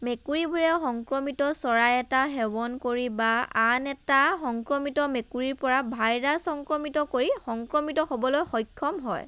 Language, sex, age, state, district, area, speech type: Assamese, female, 45-60, Assam, Lakhimpur, rural, read